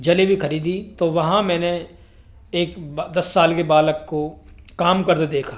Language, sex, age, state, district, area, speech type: Hindi, male, 60+, Rajasthan, Karauli, rural, spontaneous